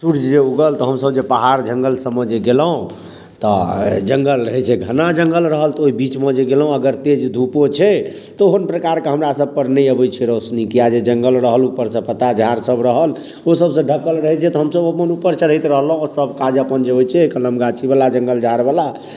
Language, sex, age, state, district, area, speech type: Maithili, male, 30-45, Bihar, Darbhanga, rural, spontaneous